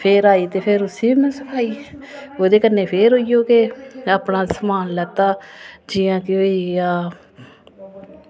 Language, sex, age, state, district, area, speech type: Dogri, female, 30-45, Jammu and Kashmir, Samba, urban, spontaneous